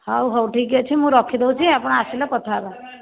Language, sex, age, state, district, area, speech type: Odia, female, 60+, Odisha, Jajpur, rural, conversation